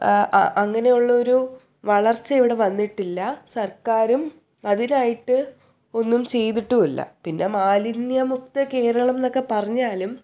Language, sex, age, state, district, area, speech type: Malayalam, female, 18-30, Kerala, Thiruvananthapuram, urban, spontaneous